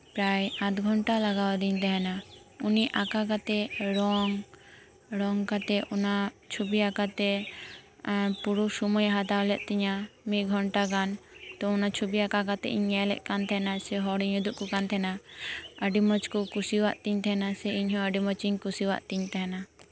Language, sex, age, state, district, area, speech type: Santali, female, 18-30, West Bengal, Birbhum, rural, spontaneous